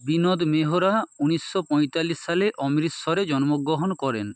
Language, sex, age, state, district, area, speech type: Bengali, male, 30-45, West Bengal, Nadia, urban, read